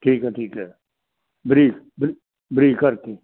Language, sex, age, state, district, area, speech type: Punjabi, male, 60+, Punjab, Mansa, urban, conversation